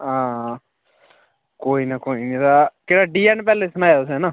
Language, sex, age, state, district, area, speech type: Dogri, male, 18-30, Jammu and Kashmir, Udhampur, rural, conversation